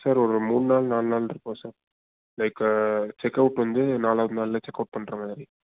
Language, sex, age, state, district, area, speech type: Tamil, male, 18-30, Tamil Nadu, Nilgiris, urban, conversation